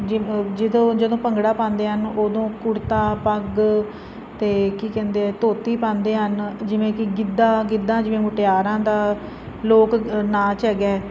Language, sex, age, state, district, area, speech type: Punjabi, female, 30-45, Punjab, Fazilka, rural, spontaneous